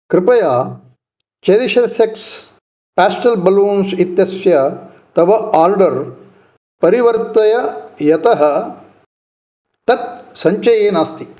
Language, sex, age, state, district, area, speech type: Sanskrit, male, 60+, Karnataka, Dakshina Kannada, urban, read